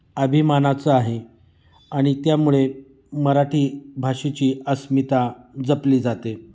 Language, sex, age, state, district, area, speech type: Marathi, male, 45-60, Maharashtra, Nashik, rural, spontaneous